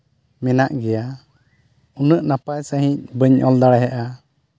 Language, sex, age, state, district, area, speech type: Santali, male, 30-45, Jharkhand, East Singhbhum, rural, spontaneous